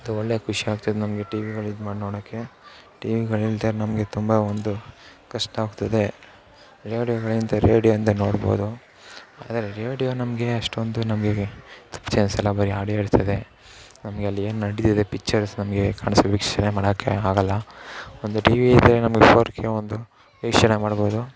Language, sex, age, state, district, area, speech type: Kannada, male, 18-30, Karnataka, Mysore, urban, spontaneous